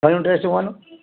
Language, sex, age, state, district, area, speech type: Sindhi, male, 60+, Delhi, South Delhi, rural, conversation